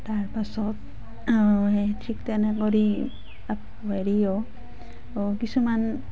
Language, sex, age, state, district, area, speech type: Assamese, female, 30-45, Assam, Nalbari, rural, spontaneous